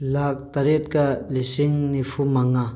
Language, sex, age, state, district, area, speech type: Manipuri, male, 18-30, Manipur, Thoubal, rural, spontaneous